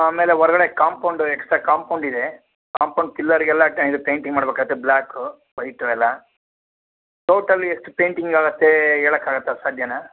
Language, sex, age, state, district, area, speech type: Kannada, male, 60+, Karnataka, Shimoga, urban, conversation